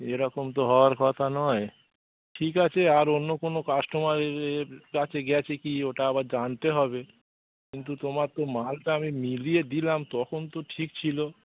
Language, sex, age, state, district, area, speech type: Bengali, male, 45-60, West Bengal, Dakshin Dinajpur, rural, conversation